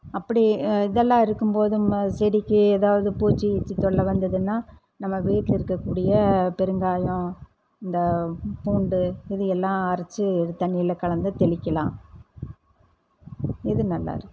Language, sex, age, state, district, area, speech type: Tamil, female, 60+, Tamil Nadu, Erode, urban, spontaneous